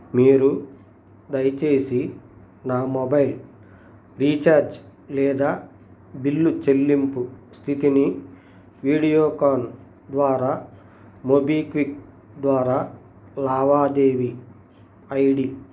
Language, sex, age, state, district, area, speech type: Telugu, male, 45-60, Andhra Pradesh, Krishna, rural, read